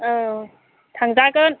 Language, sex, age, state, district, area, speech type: Bodo, female, 30-45, Assam, Chirang, rural, conversation